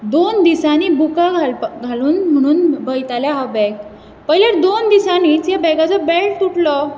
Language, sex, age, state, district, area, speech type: Goan Konkani, female, 18-30, Goa, Bardez, urban, spontaneous